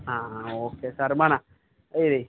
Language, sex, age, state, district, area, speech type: Telugu, male, 30-45, Andhra Pradesh, Visakhapatnam, rural, conversation